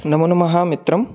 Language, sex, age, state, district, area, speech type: Sanskrit, male, 18-30, Maharashtra, Satara, rural, spontaneous